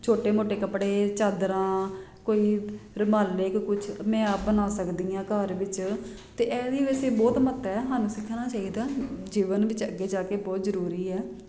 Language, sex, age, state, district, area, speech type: Punjabi, female, 30-45, Punjab, Jalandhar, urban, spontaneous